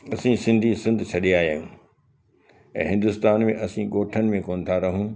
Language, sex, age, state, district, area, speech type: Sindhi, male, 60+, Gujarat, Kutch, urban, spontaneous